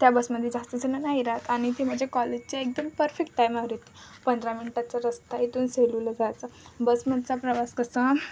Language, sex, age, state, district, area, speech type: Marathi, female, 18-30, Maharashtra, Wardha, rural, spontaneous